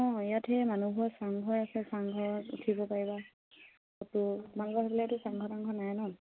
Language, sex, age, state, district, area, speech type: Assamese, female, 18-30, Assam, Dibrugarh, rural, conversation